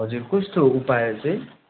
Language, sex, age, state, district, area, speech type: Nepali, male, 18-30, West Bengal, Darjeeling, rural, conversation